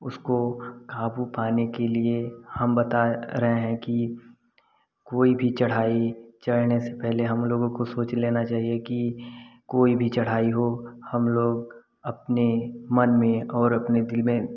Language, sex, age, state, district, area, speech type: Hindi, male, 18-30, Uttar Pradesh, Prayagraj, rural, spontaneous